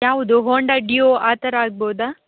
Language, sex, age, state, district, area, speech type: Kannada, female, 18-30, Karnataka, Dakshina Kannada, rural, conversation